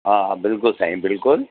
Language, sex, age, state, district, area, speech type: Sindhi, male, 45-60, Delhi, South Delhi, urban, conversation